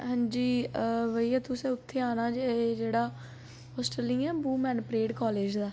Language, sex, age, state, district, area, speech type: Dogri, female, 18-30, Jammu and Kashmir, Udhampur, rural, spontaneous